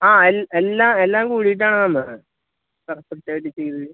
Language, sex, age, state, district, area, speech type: Malayalam, male, 30-45, Kerala, Wayanad, rural, conversation